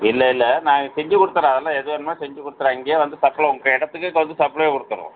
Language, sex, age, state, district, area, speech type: Tamil, male, 60+, Tamil Nadu, Tiruchirappalli, rural, conversation